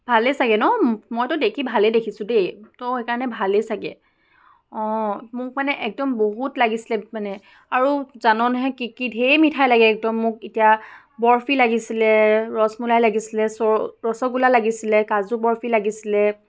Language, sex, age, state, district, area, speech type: Assamese, female, 18-30, Assam, Charaideo, urban, spontaneous